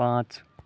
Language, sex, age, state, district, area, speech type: Hindi, male, 18-30, Rajasthan, Nagaur, rural, read